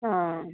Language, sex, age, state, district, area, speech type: Malayalam, female, 60+, Kerala, Palakkad, rural, conversation